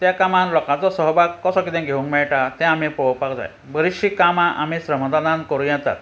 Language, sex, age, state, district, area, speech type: Goan Konkani, male, 60+, Goa, Ponda, rural, spontaneous